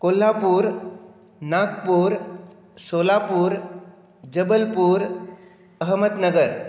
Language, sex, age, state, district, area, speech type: Goan Konkani, male, 60+, Goa, Bardez, urban, spontaneous